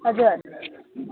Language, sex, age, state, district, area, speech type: Nepali, female, 18-30, West Bengal, Alipurduar, rural, conversation